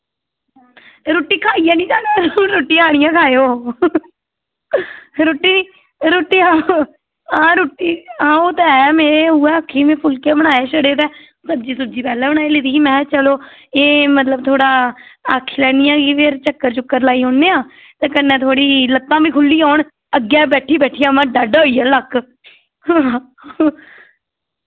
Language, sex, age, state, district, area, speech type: Dogri, female, 18-30, Jammu and Kashmir, Reasi, rural, conversation